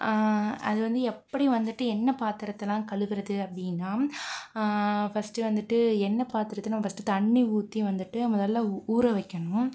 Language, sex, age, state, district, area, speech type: Tamil, female, 45-60, Tamil Nadu, Pudukkottai, urban, spontaneous